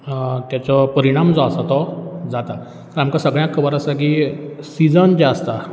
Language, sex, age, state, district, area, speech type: Goan Konkani, male, 30-45, Goa, Ponda, rural, spontaneous